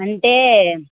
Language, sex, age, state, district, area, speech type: Telugu, female, 18-30, Telangana, Hyderabad, rural, conversation